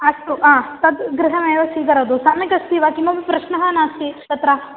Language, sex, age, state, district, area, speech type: Sanskrit, female, 18-30, Kerala, Malappuram, urban, conversation